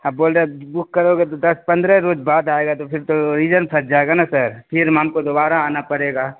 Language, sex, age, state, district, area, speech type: Urdu, male, 30-45, Bihar, Khagaria, urban, conversation